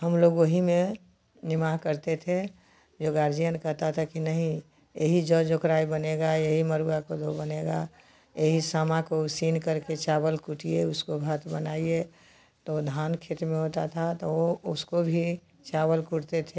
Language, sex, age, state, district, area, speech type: Hindi, female, 60+, Bihar, Samastipur, rural, spontaneous